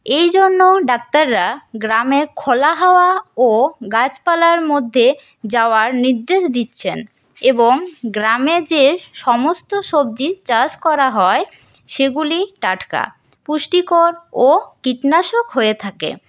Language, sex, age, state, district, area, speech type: Bengali, female, 18-30, West Bengal, Paschim Bardhaman, rural, spontaneous